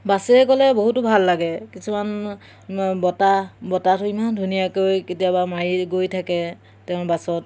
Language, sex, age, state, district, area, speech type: Assamese, female, 30-45, Assam, Jorhat, urban, spontaneous